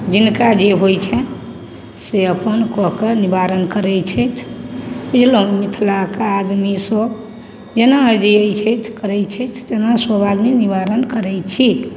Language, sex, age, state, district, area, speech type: Maithili, female, 45-60, Bihar, Samastipur, urban, spontaneous